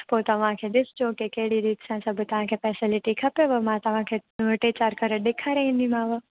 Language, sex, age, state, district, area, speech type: Sindhi, female, 18-30, Gujarat, Junagadh, urban, conversation